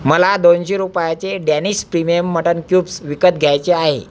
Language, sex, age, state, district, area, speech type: Marathi, male, 30-45, Maharashtra, Akola, urban, read